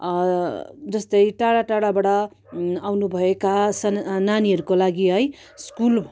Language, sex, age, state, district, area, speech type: Nepali, female, 45-60, West Bengal, Darjeeling, rural, spontaneous